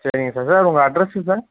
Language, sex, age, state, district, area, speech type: Tamil, male, 45-60, Tamil Nadu, Ariyalur, rural, conversation